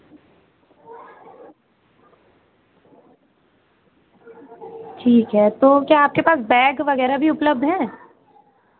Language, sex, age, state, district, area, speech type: Hindi, female, 18-30, Uttar Pradesh, Azamgarh, rural, conversation